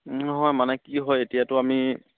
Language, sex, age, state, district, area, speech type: Assamese, male, 30-45, Assam, Charaideo, rural, conversation